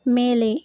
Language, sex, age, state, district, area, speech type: Tamil, female, 18-30, Tamil Nadu, Tirupattur, rural, read